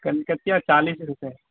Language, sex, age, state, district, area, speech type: Urdu, male, 18-30, Bihar, Khagaria, rural, conversation